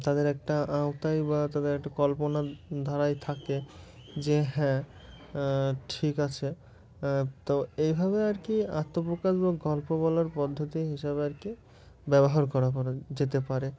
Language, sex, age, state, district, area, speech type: Bengali, male, 18-30, West Bengal, Murshidabad, urban, spontaneous